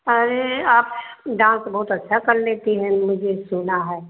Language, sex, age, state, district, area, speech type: Hindi, female, 60+, Uttar Pradesh, Ayodhya, rural, conversation